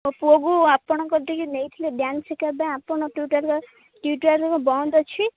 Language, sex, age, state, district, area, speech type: Odia, female, 18-30, Odisha, Kendrapara, urban, conversation